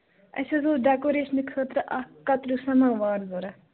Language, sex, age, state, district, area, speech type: Kashmiri, female, 18-30, Jammu and Kashmir, Baramulla, rural, conversation